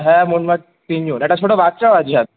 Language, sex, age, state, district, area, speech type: Bengali, male, 18-30, West Bengal, Darjeeling, urban, conversation